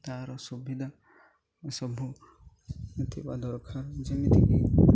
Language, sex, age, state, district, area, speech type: Odia, male, 18-30, Odisha, Nabarangpur, urban, spontaneous